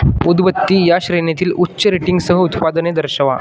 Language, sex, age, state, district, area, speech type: Marathi, male, 18-30, Maharashtra, Sangli, urban, read